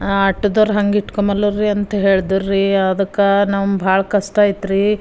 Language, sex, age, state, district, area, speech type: Kannada, female, 45-60, Karnataka, Bidar, rural, spontaneous